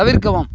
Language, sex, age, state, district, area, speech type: Tamil, male, 30-45, Tamil Nadu, Tiruvannamalai, rural, read